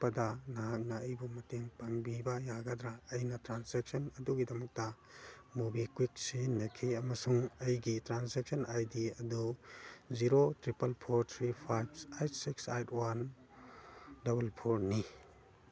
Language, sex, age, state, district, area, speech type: Manipuri, male, 45-60, Manipur, Churachandpur, urban, read